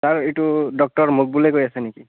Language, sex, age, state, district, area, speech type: Assamese, male, 18-30, Assam, Barpeta, rural, conversation